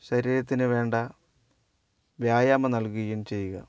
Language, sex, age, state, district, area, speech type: Malayalam, female, 18-30, Kerala, Wayanad, rural, spontaneous